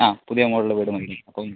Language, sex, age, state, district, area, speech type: Malayalam, male, 30-45, Kerala, Palakkad, urban, conversation